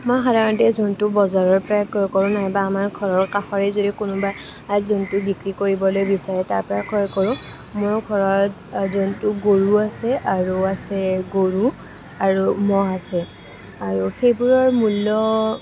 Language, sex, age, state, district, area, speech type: Assamese, female, 18-30, Assam, Kamrup Metropolitan, urban, spontaneous